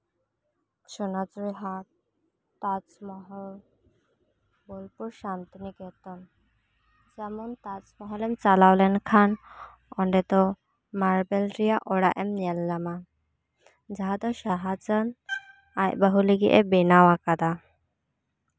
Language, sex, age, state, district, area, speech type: Santali, female, 18-30, West Bengal, Paschim Bardhaman, rural, spontaneous